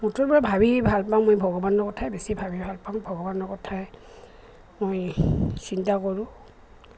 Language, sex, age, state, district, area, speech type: Assamese, female, 60+, Assam, Goalpara, rural, spontaneous